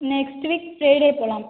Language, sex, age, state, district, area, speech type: Tamil, female, 18-30, Tamil Nadu, Cuddalore, rural, conversation